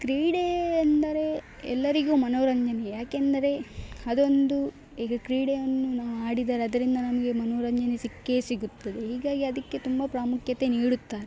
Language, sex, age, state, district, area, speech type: Kannada, female, 18-30, Karnataka, Dakshina Kannada, rural, spontaneous